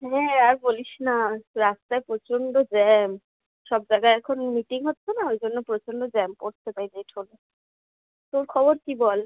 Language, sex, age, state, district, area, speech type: Bengali, female, 18-30, West Bengal, Kolkata, urban, conversation